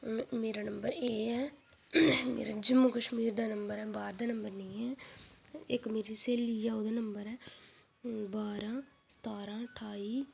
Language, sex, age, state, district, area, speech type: Dogri, female, 18-30, Jammu and Kashmir, Udhampur, rural, spontaneous